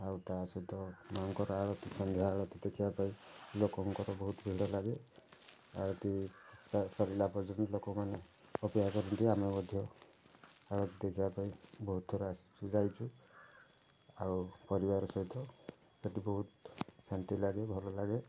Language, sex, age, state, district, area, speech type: Odia, male, 30-45, Odisha, Kendujhar, urban, spontaneous